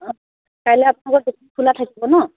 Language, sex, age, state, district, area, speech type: Assamese, female, 18-30, Assam, Charaideo, urban, conversation